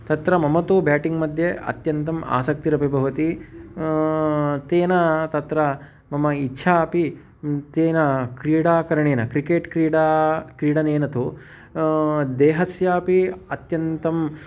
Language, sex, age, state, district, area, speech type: Sanskrit, male, 30-45, Telangana, Hyderabad, urban, spontaneous